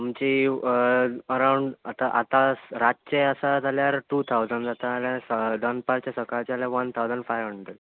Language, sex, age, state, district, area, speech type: Goan Konkani, male, 18-30, Goa, Bardez, urban, conversation